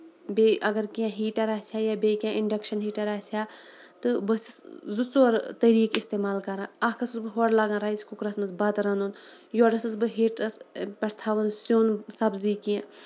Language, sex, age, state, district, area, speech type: Kashmiri, female, 45-60, Jammu and Kashmir, Shopian, urban, spontaneous